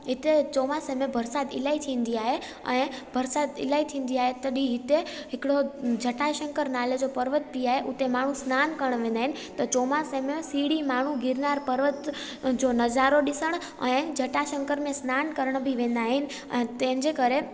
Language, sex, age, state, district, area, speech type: Sindhi, female, 18-30, Gujarat, Junagadh, rural, spontaneous